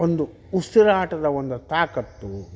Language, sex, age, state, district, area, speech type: Kannada, male, 60+, Karnataka, Vijayanagara, rural, spontaneous